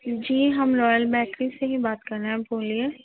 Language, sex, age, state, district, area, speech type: Urdu, female, 45-60, Delhi, South Delhi, urban, conversation